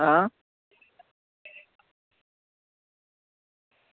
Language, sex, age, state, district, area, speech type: Dogri, male, 18-30, Jammu and Kashmir, Samba, rural, conversation